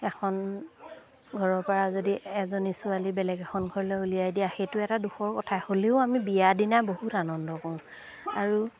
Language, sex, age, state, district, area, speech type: Assamese, female, 30-45, Assam, Lakhimpur, rural, spontaneous